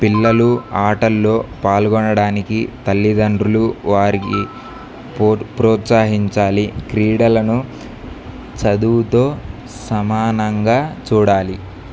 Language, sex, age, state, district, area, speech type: Telugu, male, 18-30, Andhra Pradesh, Kurnool, rural, spontaneous